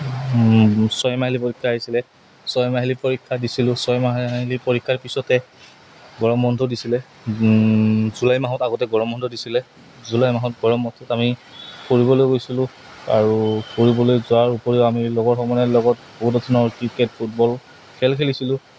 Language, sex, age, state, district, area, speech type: Assamese, male, 30-45, Assam, Goalpara, rural, spontaneous